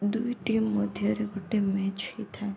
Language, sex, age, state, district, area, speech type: Odia, female, 18-30, Odisha, Sundergarh, urban, spontaneous